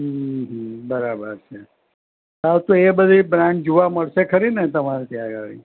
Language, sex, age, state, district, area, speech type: Gujarati, male, 60+, Gujarat, Anand, urban, conversation